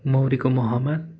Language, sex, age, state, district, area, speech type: Nepali, male, 18-30, West Bengal, Kalimpong, rural, spontaneous